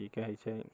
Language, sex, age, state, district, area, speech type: Maithili, male, 30-45, Bihar, Muzaffarpur, rural, spontaneous